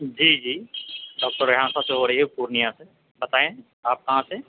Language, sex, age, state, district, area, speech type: Urdu, male, 18-30, Bihar, Purnia, rural, conversation